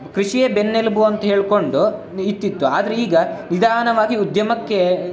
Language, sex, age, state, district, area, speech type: Kannada, male, 18-30, Karnataka, Shimoga, rural, spontaneous